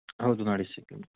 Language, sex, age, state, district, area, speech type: Marathi, male, 18-30, Maharashtra, Hingoli, urban, conversation